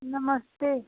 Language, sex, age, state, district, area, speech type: Hindi, female, 18-30, Uttar Pradesh, Jaunpur, rural, conversation